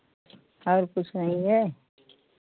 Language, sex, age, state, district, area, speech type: Hindi, female, 45-60, Uttar Pradesh, Pratapgarh, rural, conversation